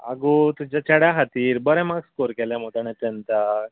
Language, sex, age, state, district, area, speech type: Goan Konkani, male, 18-30, Goa, Ponda, rural, conversation